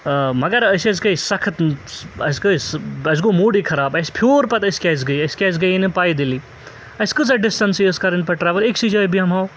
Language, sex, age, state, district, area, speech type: Kashmiri, male, 30-45, Jammu and Kashmir, Srinagar, urban, spontaneous